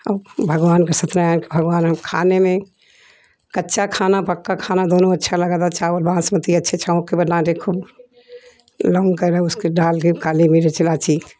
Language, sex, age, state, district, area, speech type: Hindi, female, 60+, Uttar Pradesh, Jaunpur, urban, spontaneous